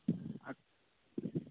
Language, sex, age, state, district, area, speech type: Odia, male, 45-60, Odisha, Nabarangpur, rural, conversation